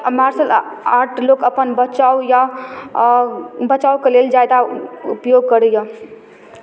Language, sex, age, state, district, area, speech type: Maithili, female, 18-30, Bihar, Darbhanga, rural, spontaneous